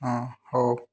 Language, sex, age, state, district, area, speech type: Odia, male, 30-45, Odisha, Kendujhar, urban, spontaneous